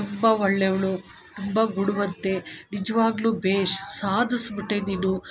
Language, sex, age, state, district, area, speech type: Kannada, female, 45-60, Karnataka, Bangalore Urban, urban, spontaneous